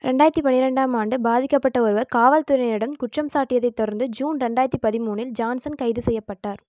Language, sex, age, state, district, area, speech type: Tamil, female, 18-30, Tamil Nadu, Erode, rural, read